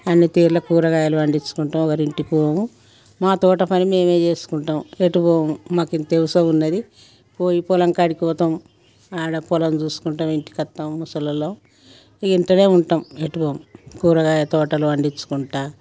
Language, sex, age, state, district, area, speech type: Telugu, female, 60+, Telangana, Peddapalli, rural, spontaneous